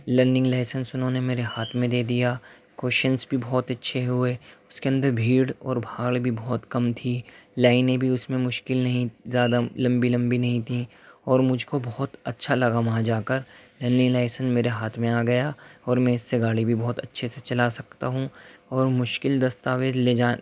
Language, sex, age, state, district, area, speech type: Urdu, male, 45-60, Delhi, Central Delhi, urban, spontaneous